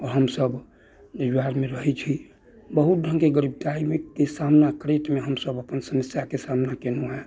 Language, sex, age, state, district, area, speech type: Maithili, male, 60+, Bihar, Muzaffarpur, urban, spontaneous